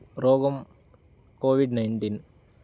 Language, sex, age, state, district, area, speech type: Telugu, male, 18-30, Andhra Pradesh, Bapatla, urban, spontaneous